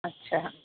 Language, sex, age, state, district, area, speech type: Urdu, female, 45-60, Bihar, Araria, rural, conversation